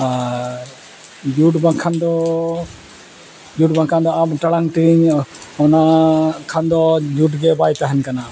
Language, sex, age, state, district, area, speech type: Santali, male, 60+, Odisha, Mayurbhanj, rural, spontaneous